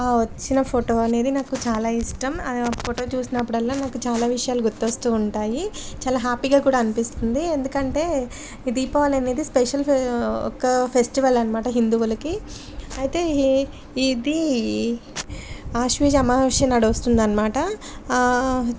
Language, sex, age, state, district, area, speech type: Telugu, female, 30-45, Andhra Pradesh, Anakapalli, rural, spontaneous